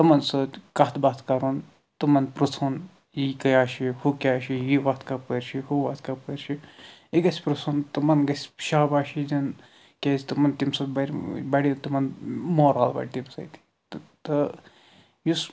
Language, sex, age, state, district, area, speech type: Kashmiri, male, 45-60, Jammu and Kashmir, Budgam, rural, spontaneous